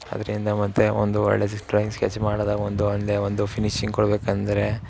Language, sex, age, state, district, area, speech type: Kannada, male, 18-30, Karnataka, Mysore, urban, spontaneous